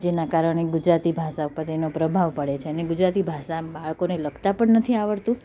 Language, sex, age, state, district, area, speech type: Gujarati, female, 30-45, Gujarat, Surat, urban, spontaneous